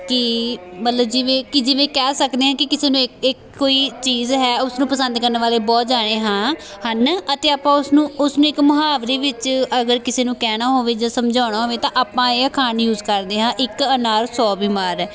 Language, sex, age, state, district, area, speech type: Punjabi, female, 18-30, Punjab, Amritsar, rural, spontaneous